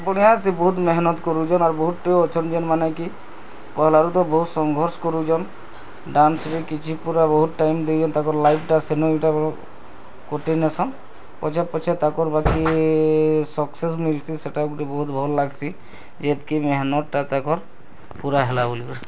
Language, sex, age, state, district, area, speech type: Odia, male, 30-45, Odisha, Bargarh, rural, spontaneous